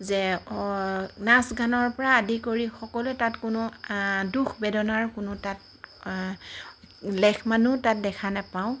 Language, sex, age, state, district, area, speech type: Assamese, female, 45-60, Assam, Charaideo, urban, spontaneous